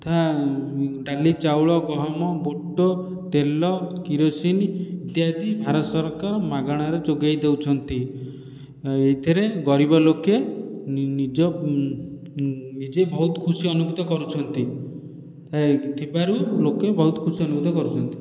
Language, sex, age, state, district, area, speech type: Odia, male, 18-30, Odisha, Khordha, rural, spontaneous